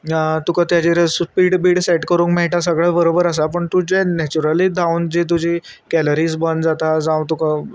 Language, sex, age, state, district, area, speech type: Goan Konkani, male, 30-45, Goa, Salcete, urban, spontaneous